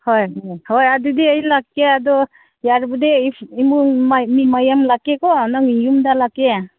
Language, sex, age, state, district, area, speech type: Manipuri, female, 30-45, Manipur, Senapati, urban, conversation